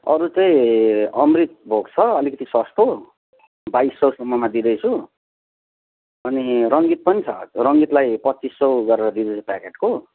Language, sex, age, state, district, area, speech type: Nepali, male, 30-45, West Bengal, Jalpaiguri, rural, conversation